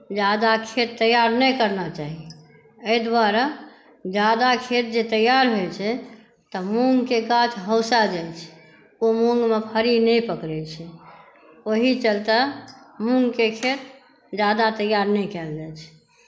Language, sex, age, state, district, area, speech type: Maithili, female, 60+, Bihar, Saharsa, rural, spontaneous